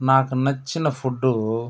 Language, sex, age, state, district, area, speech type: Telugu, male, 30-45, Andhra Pradesh, Chittoor, rural, spontaneous